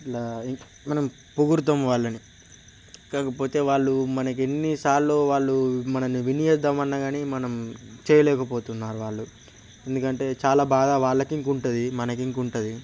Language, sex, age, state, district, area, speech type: Telugu, male, 18-30, Telangana, Peddapalli, rural, spontaneous